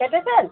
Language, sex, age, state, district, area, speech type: Bengali, female, 45-60, West Bengal, Birbhum, urban, conversation